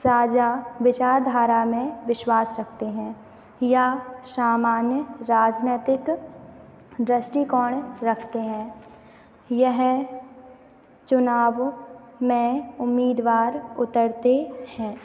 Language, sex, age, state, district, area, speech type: Hindi, female, 18-30, Madhya Pradesh, Hoshangabad, urban, spontaneous